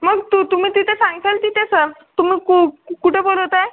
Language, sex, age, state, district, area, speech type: Marathi, male, 60+, Maharashtra, Buldhana, rural, conversation